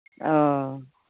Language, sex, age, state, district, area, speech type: Bodo, female, 45-60, Assam, Baksa, rural, conversation